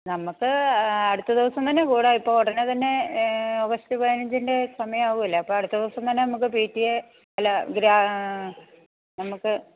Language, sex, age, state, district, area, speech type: Malayalam, female, 60+, Kerala, Idukki, rural, conversation